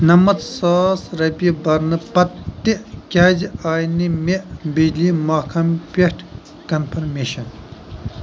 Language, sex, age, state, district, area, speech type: Kashmiri, male, 45-60, Jammu and Kashmir, Kupwara, urban, read